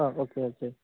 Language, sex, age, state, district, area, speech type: Malayalam, male, 18-30, Kerala, Alappuzha, rural, conversation